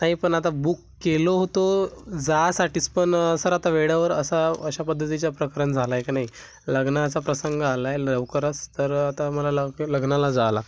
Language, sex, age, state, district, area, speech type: Marathi, male, 18-30, Maharashtra, Gadchiroli, rural, spontaneous